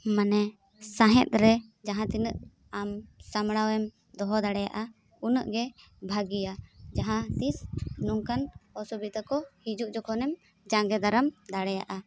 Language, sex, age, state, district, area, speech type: Santali, female, 18-30, Jharkhand, Seraikela Kharsawan, rural, spontaneous